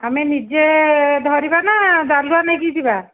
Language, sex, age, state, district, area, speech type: Odia, female, 45-60, Odisha, Dhenkanal, rural, conversation